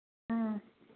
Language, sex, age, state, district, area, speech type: Manipuri, female, 30-45, Manipur, Senapati, rural, conversation